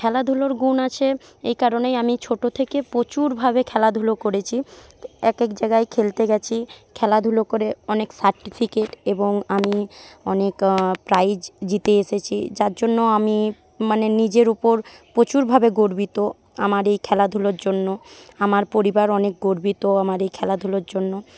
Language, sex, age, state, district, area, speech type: Bengali, female, 18-30, West Bengal, Paschim Medinipur, rural, spontaneous